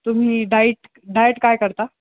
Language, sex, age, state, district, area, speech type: Marathi, male, 18-30, Maharashtra, Jalna, urban, conversation